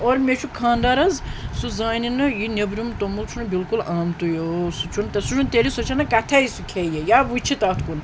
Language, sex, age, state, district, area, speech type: Kashmiri, female, 30-45, Jammu and Kashmir, Srinagar, urban, spontaneous